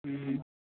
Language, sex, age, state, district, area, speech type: Tamil, male, 18-30, Tamil Nadu, Cuddalore, rural, conversation